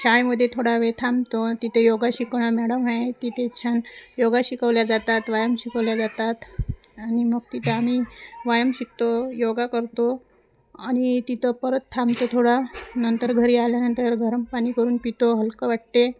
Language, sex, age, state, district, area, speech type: Marathi, female, 30-45, Maharashtra, Wardha, rural, spontaneous